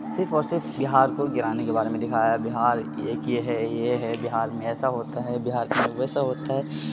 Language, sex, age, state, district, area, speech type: Urdu, male, 30-45, Bihar, Khagaria, rural, spontaneous